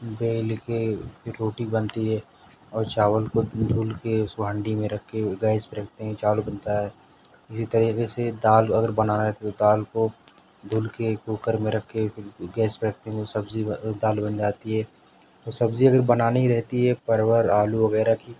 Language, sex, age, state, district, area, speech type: Urdu, male, 18-30, Delhi, South Delhi, urban, spontaneous